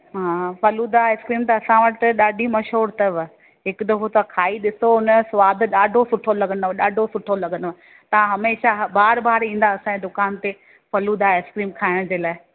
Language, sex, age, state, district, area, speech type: Sindhi, female, 30-45, Rajasthan, Ajmer, rural, conversation